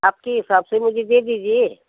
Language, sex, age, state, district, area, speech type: Hindi, female, 60+, Madhya Pradesh, Bhopal, urban, conversation